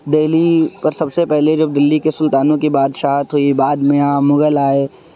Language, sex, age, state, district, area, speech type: Urdu, male, 18-30, Delhi, Central Delhi, urban, spontaneous